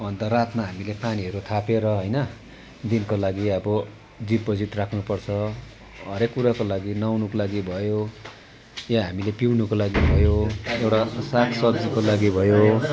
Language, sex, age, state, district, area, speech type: Nepali, male, 60+, West Bengal, Darjeeling, rural, spontaneous